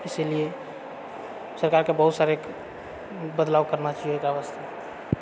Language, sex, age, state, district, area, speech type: Maithili, male, 45-60, Bihar, Purnia, rural, spontaneous